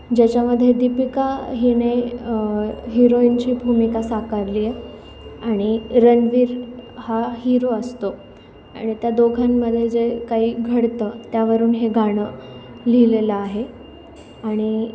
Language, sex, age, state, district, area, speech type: Marathi, female, 18-30, Maharashtra, Nanded, rural, spontaneous